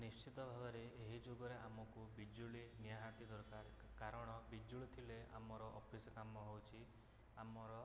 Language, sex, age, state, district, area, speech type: Odia, male, 30-45, Odisha, Cuttack, urban, spontaneous